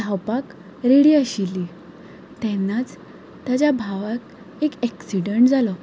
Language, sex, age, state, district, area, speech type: Goan Konkani, female, 18-30, Goa, Ponda, rural, spontaneous